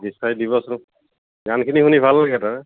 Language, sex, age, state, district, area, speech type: Assamese, male, 45-60, Assam, Tinsukia, urban, conversation